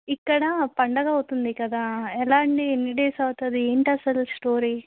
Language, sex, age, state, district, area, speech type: Telugu, female, 18-30, Andhra Pradesh, Vizianagaram, rural, conversation